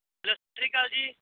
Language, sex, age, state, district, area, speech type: Punjabi, male, 30-45, Punjab, Bathinda, urban, conversation